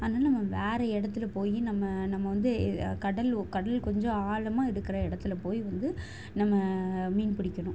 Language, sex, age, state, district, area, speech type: Tamil, female, 18-30, Tamil Nadu, Chennai, urban, spontaneous